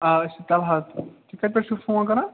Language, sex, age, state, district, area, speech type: Kashmiri, male, 30-45, Jammu and Kashmir, Srinagar, urban, conversation